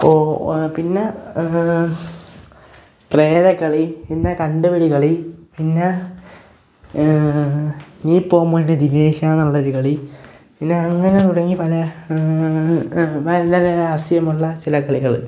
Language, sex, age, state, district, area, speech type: Malayalam, male, 18-30, Kerala, Kollam, rural, spontaneous